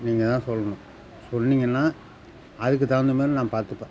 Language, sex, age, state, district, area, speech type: Tamil, male, 60+, Tamil Nadu, Nagapattinam, rural, spontaneous